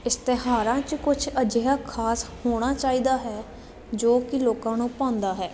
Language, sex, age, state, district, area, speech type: Punjabi, female, 18-30, Punjab, Jalandhar, urban, spontaneous